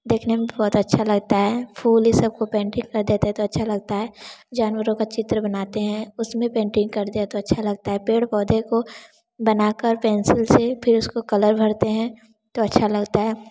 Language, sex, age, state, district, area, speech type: Hindi, female, 18-30, Uttar Pradesh, Varanasi, urban, spontaneous